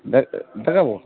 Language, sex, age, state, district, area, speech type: Bengali, male, 30-45, West Bengal, Darjeeling, rural, conversation